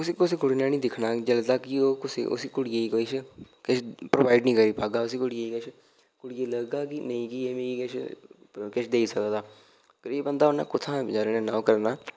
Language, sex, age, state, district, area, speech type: Dogri, male, 18-30, Jammu and Kashmir, Reasi, rural, spontaneous